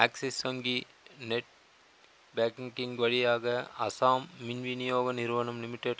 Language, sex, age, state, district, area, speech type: Tamil, male, 30-45, Tamil Nadu, Chengalpattu, rural, read